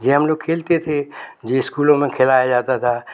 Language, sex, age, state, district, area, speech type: Hindi, male, 60+, Madhya Pradesh, Gwalior, rural, spontaneous